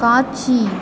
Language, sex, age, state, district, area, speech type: Tamil, female, 18-30, Tamil Nadu, Pudukkottai, rural, read